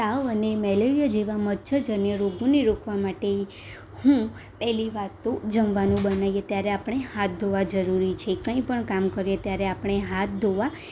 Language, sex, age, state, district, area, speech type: Gujarati, female, 18-30, Gujarat, Anand, rural, spontaneous